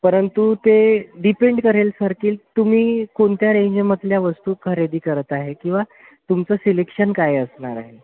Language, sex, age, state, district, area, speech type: Marathi, male, 30-45, Maharashtra, Wardha, urban, conversation